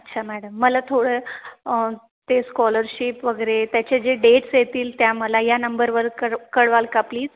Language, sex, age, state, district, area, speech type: Marathi, female, 30-45, Maharashtra, Buldhana, urban, conversation